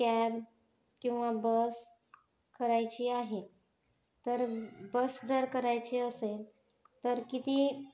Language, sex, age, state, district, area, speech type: Marathi, female, 30-45, Maharashtra, Yavatmal, rural, spontaneous